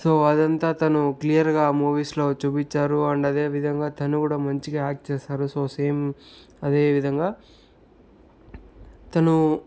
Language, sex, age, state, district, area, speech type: Telugu, male, 30-45, Andhra Pradesh, Sri Balaji, rural, spontaneous